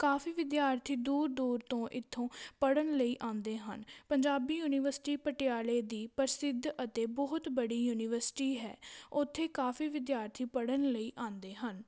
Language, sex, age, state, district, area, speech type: Punjabi, female, 18-30, Punjab, Patiala, rural, spontaneous